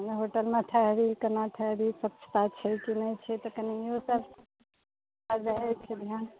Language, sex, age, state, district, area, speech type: Maithili, female, 30-45, Bihar, Saharsa, rural, conversation